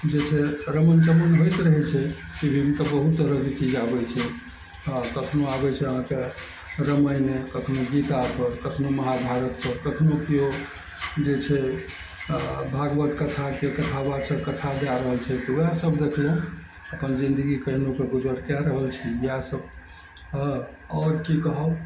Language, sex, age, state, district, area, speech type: Maithili, male, 60+, Bihar, Araria, rural, spontaneous